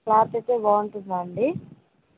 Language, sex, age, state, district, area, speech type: Telugu, female, 18-30, Andhra Pradesh, Kadapa, rural, conversation